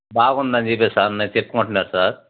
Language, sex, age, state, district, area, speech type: Telugu, male, 45-60, Andhra Pradesh, Sri Balaji, rural, conversation